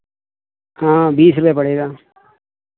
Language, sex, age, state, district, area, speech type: Hindi, male, 45-60, Uttar Pradesh, Lucknow, urban, conversation